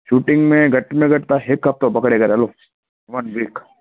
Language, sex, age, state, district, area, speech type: Sindhi, male, 18-30, Gujarat, Kutch, urban, conversation